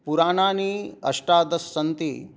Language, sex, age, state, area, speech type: Sanskrit, male, 60+, Jharkhand, rural, spontaneous